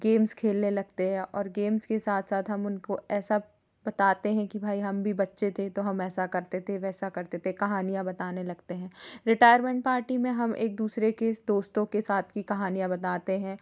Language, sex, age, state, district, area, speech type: Hindi, female, 30-45, Madhya Pradesh, Jabalpur, urban, spontaneous